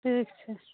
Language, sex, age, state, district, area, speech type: Maithili, female, 45-60, Bihar, Araria, rural, conversation